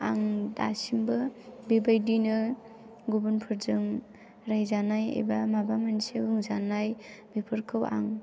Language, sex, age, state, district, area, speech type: Bodo, female, 18-30, Assam, Chirang, rural, spontaneous